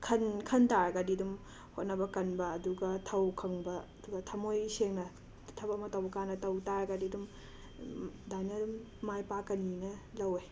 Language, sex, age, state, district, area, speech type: Manipuri, female, 18-30, Manipur, Imphal West, rural, spontaneous